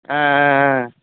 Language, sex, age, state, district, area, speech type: Tamil, male, 30-45, Tamil Nadu, Chengalpattu, rural, conversation